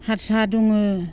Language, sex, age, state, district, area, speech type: Bodo, female, 60+, Assam, Baksa, rural, spontaneous